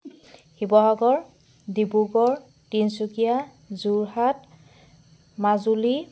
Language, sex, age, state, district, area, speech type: Assamese, female, 30-45, Assam, Sivasagar, rural, spontaneous